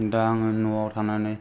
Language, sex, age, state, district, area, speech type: Bodo, male, 30-45, Assam, Kokrajhar, rural, spontaneous